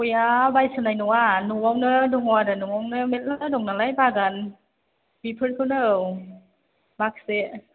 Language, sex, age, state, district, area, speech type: Bodo, female, 18-30, Assam, Chirang, urban, conversation